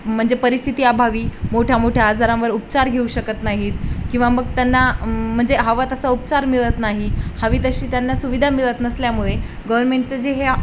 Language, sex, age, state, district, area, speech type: Marathi, female, 18-30, Maharashtra, Jalna, urban, spontaneous